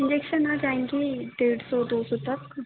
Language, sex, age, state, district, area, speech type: Hindi, female, 18-30, Madhya Pradesh, Chhindwara, urban, conversation